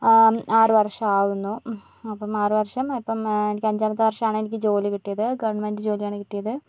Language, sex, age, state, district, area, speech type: Malayalam, other, 45-60, Kerala, Kozhikode, urban, spontaneous